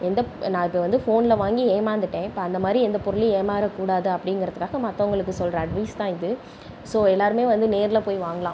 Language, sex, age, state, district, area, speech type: Tamil, female, 18-30, Tamil Nadu, Tiruvarur, urban, spontaneous